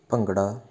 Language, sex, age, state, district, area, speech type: Punjabi, male, 18-30, Punjab, Faridkot, urban, spontaneous